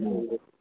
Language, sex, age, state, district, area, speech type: Odia, female, 45-60, Odisha, Sundergarh, rural, conversation